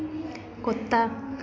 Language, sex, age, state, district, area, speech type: Hindi, female, 18-30, Madhya Pradesh, Narsinghpur, rural, read